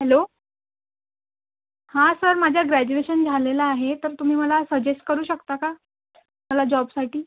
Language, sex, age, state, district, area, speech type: Marathi, female, 18-30, Maharashtra, Nagpur, urban, conversation